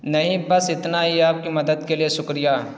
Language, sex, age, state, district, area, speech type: Urdu, male, 18-30, Uttar Pradesh, Balrampur, rural, read